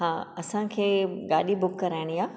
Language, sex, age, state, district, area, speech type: Sindhi, female, 45-60, Maharashtra, Thane, urban, spontaneous